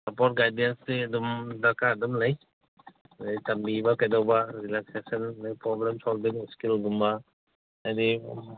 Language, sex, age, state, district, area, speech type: Manipuri, male, 60+, Manipur, Kangpokpi, urban, conversation